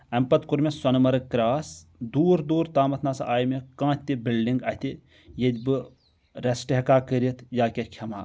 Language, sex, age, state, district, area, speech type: Kashmiri, male, 30-45, Jammu and Kashmir, Anantnag, rural, spontaneous